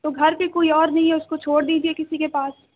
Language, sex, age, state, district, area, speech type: Urdu, female, 18-30, Uttar Pradesh, Mau, urban, conversation